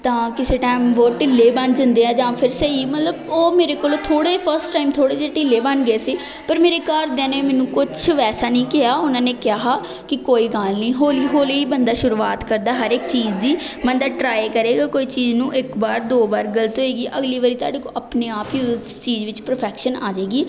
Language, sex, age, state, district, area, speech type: Punjabi, female, 18-30, Punjab, Pathankot, urban, spontaneous